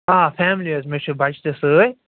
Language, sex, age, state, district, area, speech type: Kashmiri, male, 45-60, Jammu and Kashmir, Budgam, urban, conversation